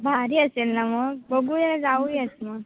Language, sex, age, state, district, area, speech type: Marathi, female, 18-30, Maharashtra, Sindhudurg, rural, conversation